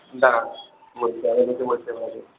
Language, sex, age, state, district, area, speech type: Bengali, male, 45-60, West Bengal, Purba Bardhaman, urban, conversation